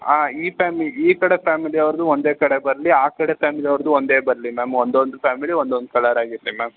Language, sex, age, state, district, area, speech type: Kannada, male, 18-30, Karnataka, Bangalore Urban, urban, conversation